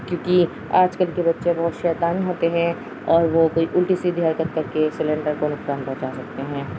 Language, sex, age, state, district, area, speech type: Urdu, female, 30-45, Uttar Pradesh, Muzaffarnagar, urban, spontaneous